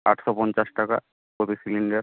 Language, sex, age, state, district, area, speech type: Bengali, male, 18-30, West Bengal, Uttar Dinajpur, urban, conversation